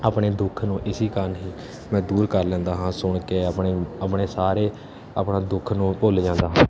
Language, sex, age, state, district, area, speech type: Punjabi, male, 18-30, Punjab, Kapurthala, urban, spontaneous